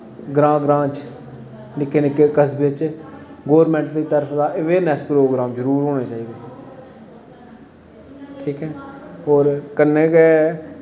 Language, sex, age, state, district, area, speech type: Dogri, male, 30-45, Jammu and Kashmir, Udhampur, rural, spontaneous